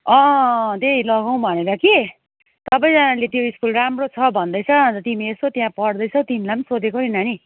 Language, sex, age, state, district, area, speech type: Nepali, female, 30-45, West Bengal, Kalimpong, rural, conversation